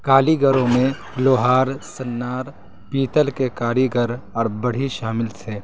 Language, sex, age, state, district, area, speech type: Urdu, male, 18-30, Uttar Pradesh, Saharanpur, urban, read